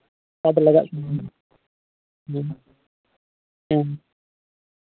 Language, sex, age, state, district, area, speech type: Santali, male, 30-45, Jharkhand, Seraikela Kharsawan, rural, conversation